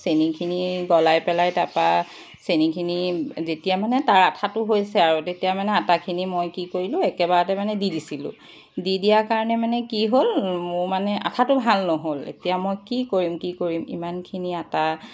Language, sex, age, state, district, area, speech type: Assamese, female, 45-60, Assam, Charaideo, urban, spontaneous